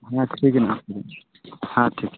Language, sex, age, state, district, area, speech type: Santali, male, 18-30, West Bengal, Purulia, rural, conversation